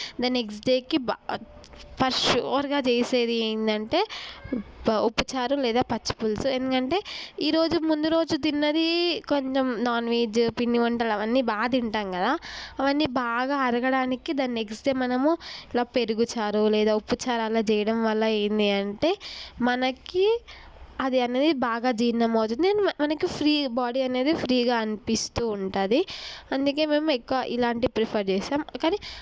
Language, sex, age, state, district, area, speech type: Telugu, female, 18-30, Telangana, Mahbubnagar, urban, spontaneous